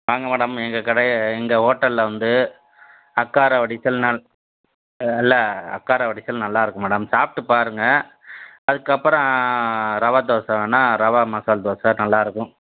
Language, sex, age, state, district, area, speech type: Tamil, male, 60+, Tamil Nadu, Tiruchirappalli, rural, conversation